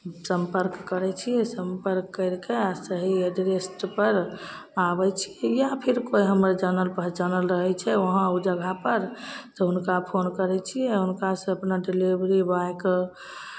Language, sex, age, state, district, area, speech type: Maithili, female, 30-45, Bihar, Begusarai, rural, spontaneous